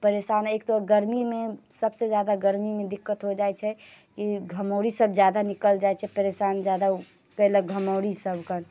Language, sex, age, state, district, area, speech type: Maithili, female, 30-45, Bihar, Muzaffarpur, rural, spontaneous